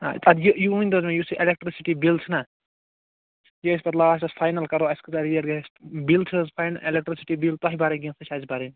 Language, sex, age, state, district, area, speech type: Kashmiri, male, 30-45, Jammu and Kashmir, Ganderbal, urban, conversation